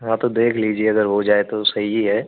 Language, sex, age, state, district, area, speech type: Hindi, male, 18-30, Uttar Pradesh, Azamgarh, rural, conversation